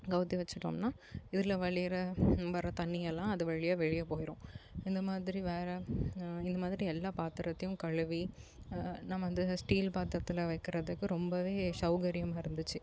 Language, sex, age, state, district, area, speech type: Tamil, female, 18-30, Tamil Nadu, Kanyakumari, urban, spontaneous